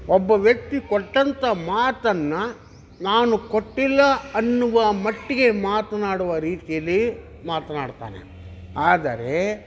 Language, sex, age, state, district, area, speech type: Kannada, male, 60+, Karnataka, Vijayanagara, rural, spontaneous